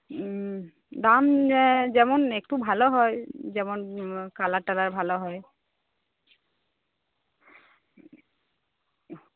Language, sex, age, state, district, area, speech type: Bengali, female, 30-45, West Bengal, Uttar Dinajpur, urban, conversation